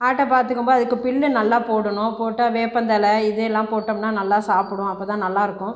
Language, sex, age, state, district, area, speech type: Tamil, female, 30-45, Tamil Nadu, Tiruchirappalli, rural, spontaneous